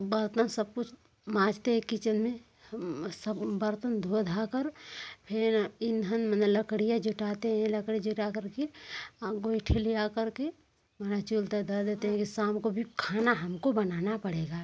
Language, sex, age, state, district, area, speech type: Hindi, female, 30-45, Uttar Pradesh, Ghazipur, rural, spontaneous